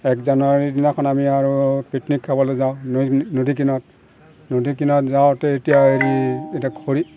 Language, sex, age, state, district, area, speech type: Assamese, male, 60+, Assam, Golaghat, rural, spontaneous